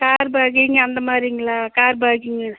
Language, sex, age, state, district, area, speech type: Tamil, female, 45-60, Tamil Nadu, Namakkal, rural, conversation